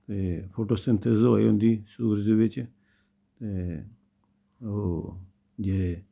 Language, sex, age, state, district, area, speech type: Dogri, male, 60+, Jammu and Kashmir, Samba, rural, spontaneous